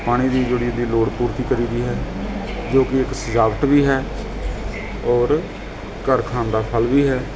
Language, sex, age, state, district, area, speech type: Punjabi, male, 30-45, Punjab, Gurdaspur, urban, spontaneous